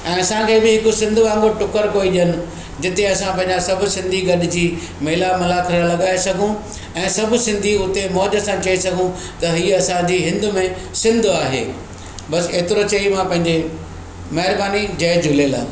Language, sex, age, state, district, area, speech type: Sindhi, male, 60+, Maharashtra, Mumbai Suburban, urban, spontaneous